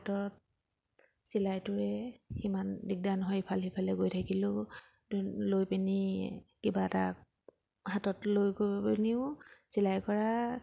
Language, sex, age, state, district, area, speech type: Assamese, female, 30-45, Assam, Sivasagar, urban, spontaneous